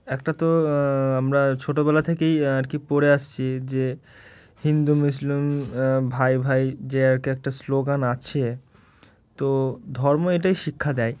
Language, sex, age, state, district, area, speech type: Bengali, male, 18-30, West Bengal, Murshidabad, urban, spontaneous